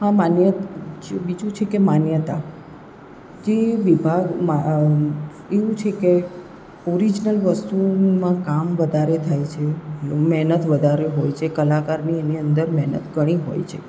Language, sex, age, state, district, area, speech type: Gujarati, female, 45-60, Gujarat, Surat, urban, spontaneous